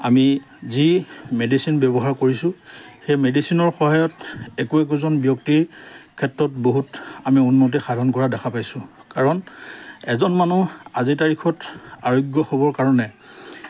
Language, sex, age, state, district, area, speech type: Assamese, male, 45-60, Assam, Lakhimpur, rural, spontaneous